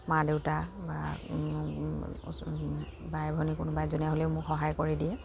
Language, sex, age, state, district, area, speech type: Assamese, female, 30-45, Assam, Dibrugarh, rural, spontaneous